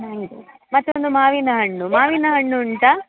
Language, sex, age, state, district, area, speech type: Kannada, female, 30-45, Karnataka, Dakshina Kannada, urban, conversation